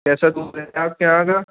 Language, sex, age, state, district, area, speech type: Urdu, male, 30-45, Uttar Pradesh, Muzaffarnagar, urban, conversation